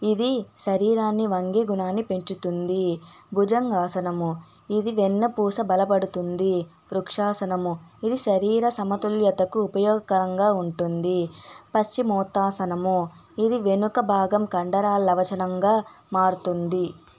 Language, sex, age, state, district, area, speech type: Telugu, female, 18-30, Andhra Pradesh, Nellore, rural, spontaneous